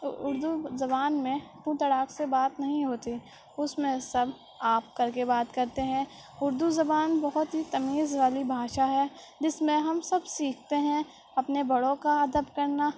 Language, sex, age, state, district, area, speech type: Urdu, female, 18-30, Uttar Pradesh, Gautam Buddha Nagar, rural, spontaneous